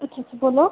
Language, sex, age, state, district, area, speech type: Dogri, female, 18-30, Jammu and Kashmir, Udhampur, rural, conversation